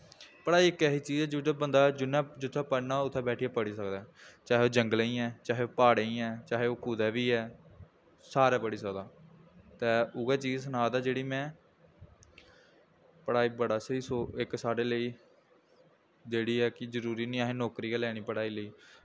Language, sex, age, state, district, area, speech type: Dogri, male, 18-30, Jammu and Kashmir, Jammu, rural, spontaneous